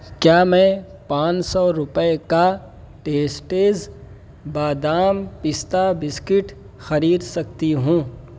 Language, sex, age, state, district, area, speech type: Urdu, male, 18-30, Uttar Pradesh, Muzaffarnagar, urban, read